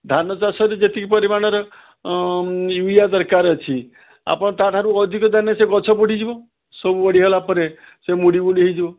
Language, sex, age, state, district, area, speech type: Odia, male, 60+, Odisha, Balasore, rural, conversation